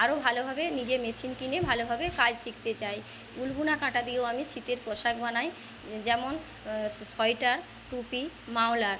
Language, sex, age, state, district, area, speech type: Bengali, female, 30-45, West Bengal, Paschim Medinipur, rural, spontaneous